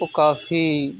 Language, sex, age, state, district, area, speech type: Punjabi, male, 18-30, Punjab, Shaheed Bhagat Singh Nagar, rural, spontaneous